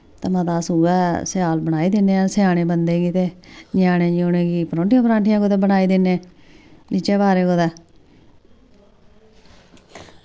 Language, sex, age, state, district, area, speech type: Dogri, female, 45-60, Jammu and Kashmir, Samba, rural, spontaneous